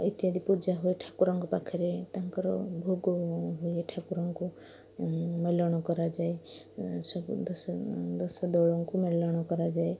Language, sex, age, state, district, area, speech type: Odia, female, 30-45, Odisha, Cuttack, urban, spontaneous